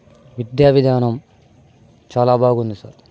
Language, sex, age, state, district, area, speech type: Telugu, male, 30-45, Andhra Pradesh, Bapatla, rural, spontaneous